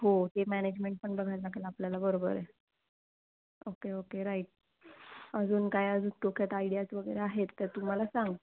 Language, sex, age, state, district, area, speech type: Marathi, female, 18-30, Maharashtra, Nashik, urban, conversation